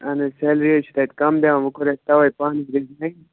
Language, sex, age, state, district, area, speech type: Kashmiri, male, 18-30, Jammu and Kashmir, Baramulla, rural, conversation